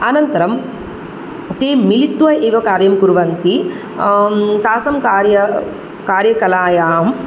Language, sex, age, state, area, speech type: Sanskrit, female, 30-45, Tripura, urban, spontaneous